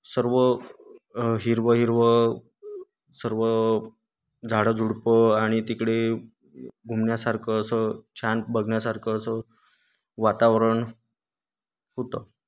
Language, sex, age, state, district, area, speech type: Marathi, male, 30-45, Maharashtra, Nagpur, urban, spontaneous